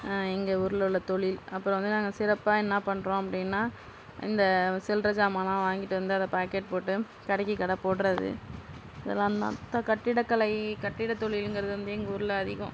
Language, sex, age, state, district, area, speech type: Tamil, female, 60+, Tamil Nadu, Sivaganga, rural, spontaneous